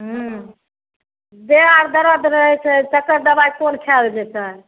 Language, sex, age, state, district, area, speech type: Maithili, female, 30-45, Bihar, Samastipur, rural, conversation